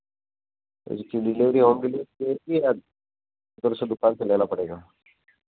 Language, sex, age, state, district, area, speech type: Hindi, male, 30-45, Rajasthan, Nagaur, rural, conversation